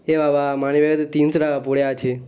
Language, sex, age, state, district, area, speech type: Bengali, male, 18-30, West Bengal, North 24 Parganas, urban, spontaneous